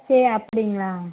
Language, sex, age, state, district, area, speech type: Tamil, female, 18-30, Tamil Nadu, Coimbatore, rural, conversation